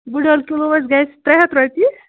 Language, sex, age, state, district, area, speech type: Kashmiri, female, 30-45, Jammu and Kashmir, Ganderbal, rural, conversation